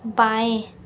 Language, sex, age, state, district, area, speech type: Hindi, female, 18-30, Uttar Pradesh, Sonbhadra, rural, read